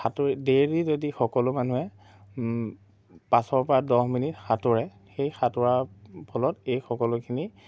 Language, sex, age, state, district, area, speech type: Assamese, male, 18-30, Assam, Majuli, urban, spontaneous